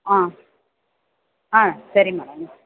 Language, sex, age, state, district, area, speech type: Tamil, female, 30-45, Tamil Nadu, Ranipet, urban, conversation